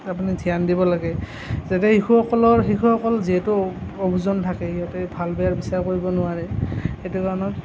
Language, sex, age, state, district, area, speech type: Assamese, male, 30-45, Assam, Nalbari, rural, spontaneous